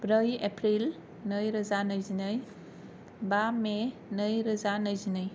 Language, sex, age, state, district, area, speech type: Bodo, female, 18-30, Assam, Kokrajhar, rural, spontaneous